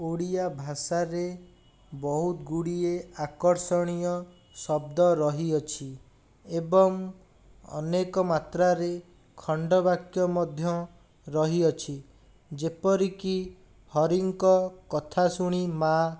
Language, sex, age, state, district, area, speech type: Odia, male, 60+, Odisha, Bhadrak, rural, spontaneous